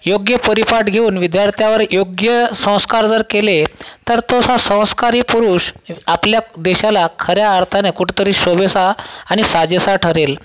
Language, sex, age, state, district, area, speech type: Marathi, male, 30-45, Maharashtra, Washim, rural, spontaneous